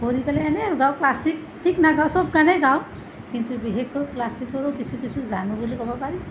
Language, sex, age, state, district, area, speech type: Assamese, female, 30-45, Assam, Nalbari, rural, spontaneous